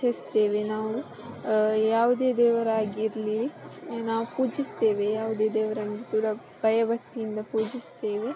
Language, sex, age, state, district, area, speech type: Kannada, female, 18-30, Karnataka, Udupi, rural, spontaneous